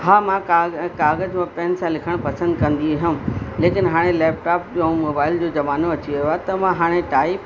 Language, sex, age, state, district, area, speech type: Sindhi, female, 60+, Uttar Pradesh, Lucknow, urban, spontaneous